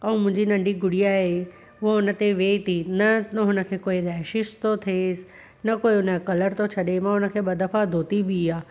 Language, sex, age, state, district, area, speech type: Sindhi, female, 30-45, Gujarat, Surat, urban, spontaneous